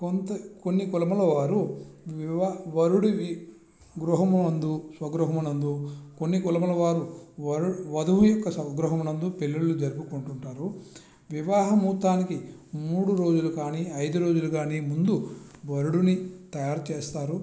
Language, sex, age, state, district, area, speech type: Telugu, male, 45-60, Andhra Pradesh, Visakhapatnam, rural, spontaneous